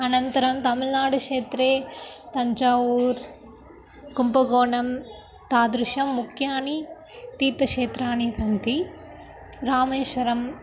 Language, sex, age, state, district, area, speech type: Sanskrit, female, 18-30, Tamil Nadu, Dharmapuri, rural, spontaneous